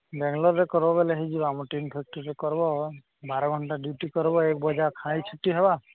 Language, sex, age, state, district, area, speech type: Odia, male, 45-60, Odisha, Nuapada, urban, conversation